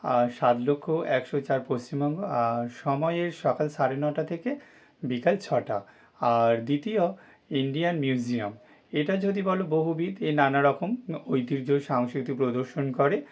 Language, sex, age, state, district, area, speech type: Bengali, male, 30-45, West Bengal, North 24 Parganas, urban, spontaneous